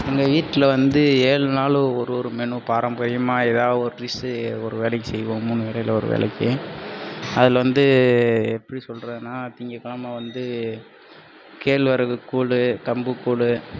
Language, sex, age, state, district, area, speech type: Tamil, male, 18-30, Tamil Nadu, Sivaganga, rural, spontaneous